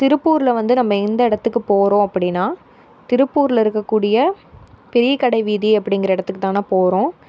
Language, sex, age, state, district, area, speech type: Tamil, female, 18-30, Tamil Nadu, Tiruppur, rural, spontaneous